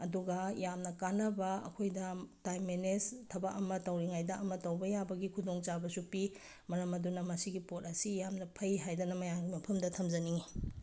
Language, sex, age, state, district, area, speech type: Manipuri, female, 30-45, Manipur, Bishnupur, rural, spontaneous